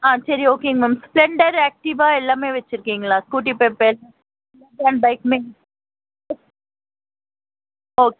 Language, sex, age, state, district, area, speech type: Tamil, female, 30-45, Tamil Nadu, Tiruvallur, urban, conversation